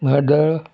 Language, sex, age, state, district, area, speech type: Goan Konkani, male, 60+, Goa, Murmgao, rural, spontaneous